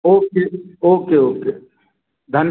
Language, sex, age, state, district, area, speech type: Hindi, male, 45-60, Madhya Pradesh, Gwalior, rural, conversation